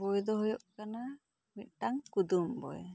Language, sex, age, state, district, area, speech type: Santali, female, 45-60, West Bengal, Bankura, rural, spontaneous